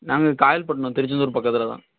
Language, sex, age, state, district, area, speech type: Tamil, male, 18-30, Tamil Nadu, Thoothukudi, rural, conversation